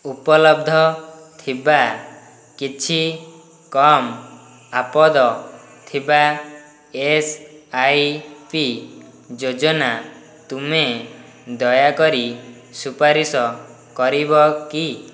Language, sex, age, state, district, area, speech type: Odia, male, 18-30, Odisha, Dhenkanal, rural, read